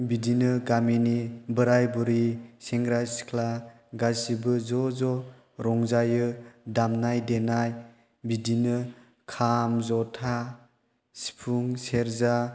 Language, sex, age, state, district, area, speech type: Bodo, male, 18-30, Assam, Chirang, rural, spontaneous